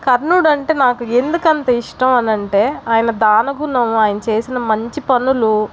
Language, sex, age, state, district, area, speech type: Telugu, female, 30-45, Andhra Pradesh, Palnadu, urban, spontaneous